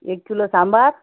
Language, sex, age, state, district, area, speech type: Marathi, female, 30-45, Maharashtra, Amravati, urban, conversation